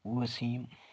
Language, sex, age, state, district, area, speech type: Kashmiri, male, 18-30, Jammu and Kashmir, Shopian, rural, spontaneous